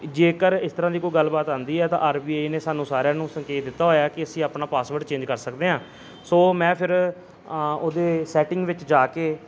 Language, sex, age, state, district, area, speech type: Punjabi, male, 30-45, Punjab, Gurdaspur, urban, spontaneous